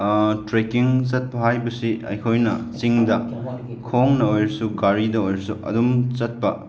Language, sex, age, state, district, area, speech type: Manipuri, male, 30-45, Manipur, Chandel, rural, spontaneous